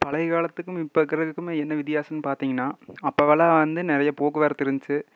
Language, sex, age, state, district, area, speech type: Tamil, male, 18-30, Tamil Nadu, Erode, rural, spontaneous